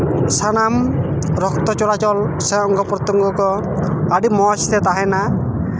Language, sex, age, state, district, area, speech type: Santali, male, 30-45, West Bengal, Bankura, rural, spontaneous